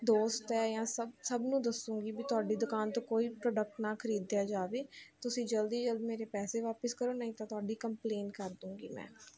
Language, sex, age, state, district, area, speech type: Punjabi, female, 18-30, Punjab, Mansa, urban, spontaneous